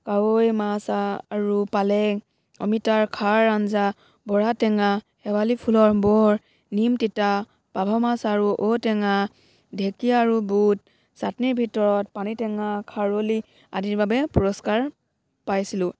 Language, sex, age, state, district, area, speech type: Assamese, female, 18-30, Assam, Dibrugarh, rural, spontaneous